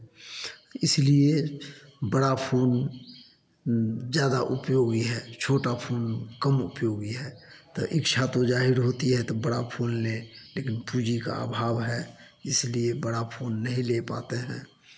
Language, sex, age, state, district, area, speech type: Hindi, male, 60+, Bihar, Samastipur, urban, spontaneous